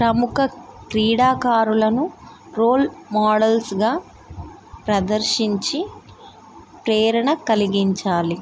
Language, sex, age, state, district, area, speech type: Telugu, female, 30-45, Telangana, Mulugu, rural, spontaneous